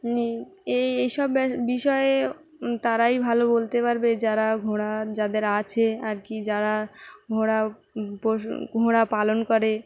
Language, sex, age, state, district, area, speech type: Bengali, female, 18-30, West Bengal, Dakshin Dinajpur, urban, spontaneous